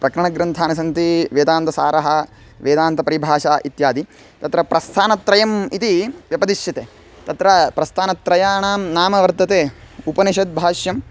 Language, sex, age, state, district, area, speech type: Sanskrit, male, 18-30, Karnataka, Chitradurga, rural, spontaneous